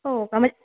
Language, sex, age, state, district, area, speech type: Marathi, female, 18-30, Maharashtra, Nagpur, urban, conversation